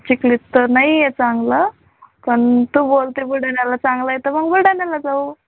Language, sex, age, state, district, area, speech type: Marathi, female, 18-30, Maharashtra, Buldhana, rural, conversation